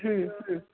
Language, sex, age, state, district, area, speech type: Kannada, female, 30-45, Karnataka, Mysore, urban, conversation